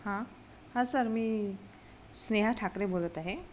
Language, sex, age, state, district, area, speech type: Marathi, female, 30-45, Maharashtra, Amravati, rural, spontaneous